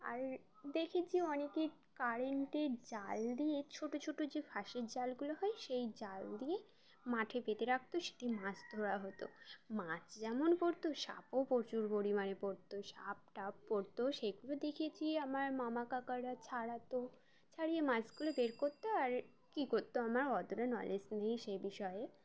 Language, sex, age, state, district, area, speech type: Bengali, female, 18-30, West Bengal, Uttar Dinajpur, urban, spontaneous